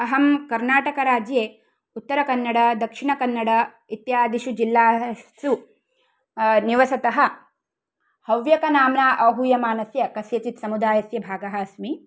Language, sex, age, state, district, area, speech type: Sanskrit, female, 30-45, Karnataka, Uttara Kannada, urban, spontaneous